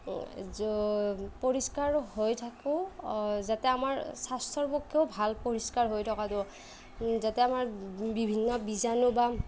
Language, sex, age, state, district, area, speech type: Assamese, female, 30-45, Assam, Nagaon, rural, spontaneous